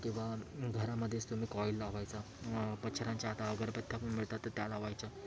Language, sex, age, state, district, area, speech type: Marathi, male, 30-45, Maharashtra, Thane, urban, spontaneous